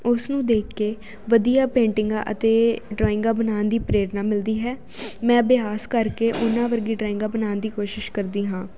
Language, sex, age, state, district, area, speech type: Punjabi, female, 18-30, Punjab, Jalandhar, urban, spontaneous